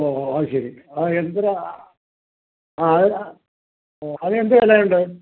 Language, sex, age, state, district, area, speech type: Malayalam, male, 60+, Kerala, Thiruvananthapuram, urban, conversation